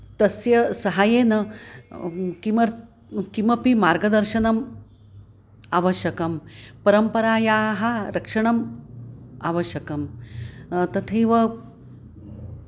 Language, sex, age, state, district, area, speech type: Sanskrit, female, 60+, Maharashtra, Nanded, urban, spontaneous